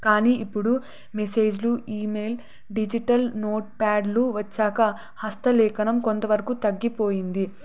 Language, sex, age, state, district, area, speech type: Telugu, female, 18-30, Andhra Pradesh, Sri Satya Sai, urban, spontaneous